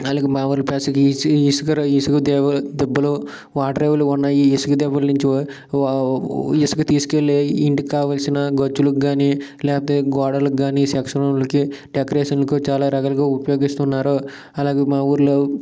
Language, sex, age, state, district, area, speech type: Telugu, male, 30-45, Andhra Pradesh, Srikakulam, urban, spontaneous